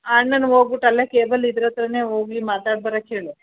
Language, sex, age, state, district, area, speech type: Kannada, female, 45-60, Karnataka, Mandya, urban, conversation